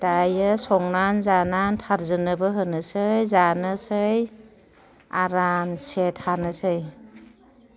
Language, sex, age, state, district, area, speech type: Bodo, female, 45-60, Assam, Chirang, rural, spontaneous